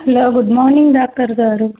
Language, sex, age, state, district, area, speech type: Telugu, female, 18-30, Andhra Pradesh, Krishna, urban, conversation